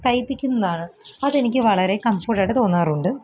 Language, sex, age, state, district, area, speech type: Malayalam, female, 18-30, Kerala, Ernakulam, rural, spontaneous